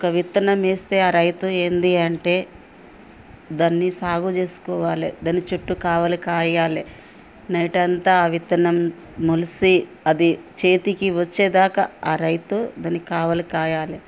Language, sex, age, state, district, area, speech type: Telugu, female, 45-60, Telangana, Ranga Reddy, rural, spontaneous